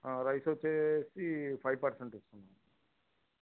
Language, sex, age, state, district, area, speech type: Telugu, male, 45-60, Andhra Pradesh, Bapatla, urban, conversation